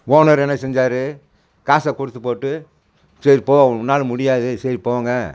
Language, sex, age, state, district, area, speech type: Tamil, male, 45-60, Tamil Nadu, Coimbatore, rural, spontaneous